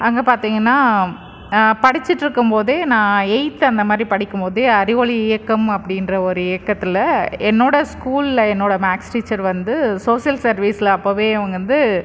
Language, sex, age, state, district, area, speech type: Tamil, female, 30-45, Tamil Nadu, Krishnagiri, rural, spontaneous